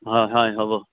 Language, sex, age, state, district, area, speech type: Assamese, male, 18-30, Assam, Biswanath, rural, conversation